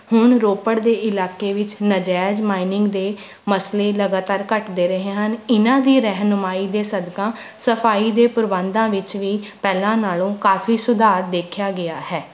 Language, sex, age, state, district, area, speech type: Punjabi, female, 18-30, Punjab, Rupnagar, urban, spontaneous